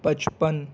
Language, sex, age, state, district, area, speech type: Urdu, male, 18-30, Delhi, East Delhi, urban, spontaneous